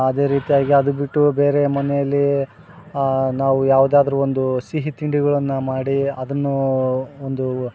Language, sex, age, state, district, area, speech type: Kannada, male, 45-60, Karnataka, Bellary, rural, spontaneous